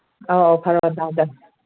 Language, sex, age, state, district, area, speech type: Manipuri, female, 60+, Manipur, Kangpokpi, urban, conversation